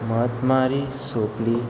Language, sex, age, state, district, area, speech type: Goan Konkani, male, 18-30, Goa, Murmgao, urban, spontaneous